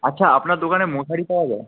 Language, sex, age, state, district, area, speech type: Bengali, male, 60+, West Bengal, Purulia, urban, conversation